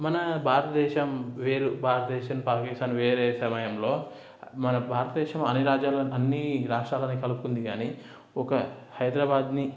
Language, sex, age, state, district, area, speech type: Telugu, male, 30-45, Telangana, Hyderabad, rural, spontaneous